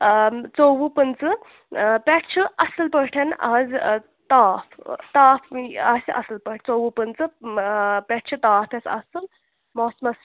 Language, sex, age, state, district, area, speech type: Kashmiri, female, 18-30, Jammu and Kashmir, Shopian, rural, conversation